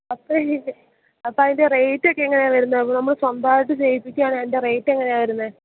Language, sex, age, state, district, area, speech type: Malayalam, female, 18-30, Kerala, Idukki, rural, conversation